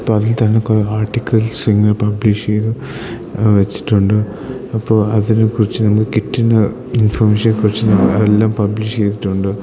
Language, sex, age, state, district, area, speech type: Malayalam, male, 18-30, Kerala, Idukki, rural, spontaneous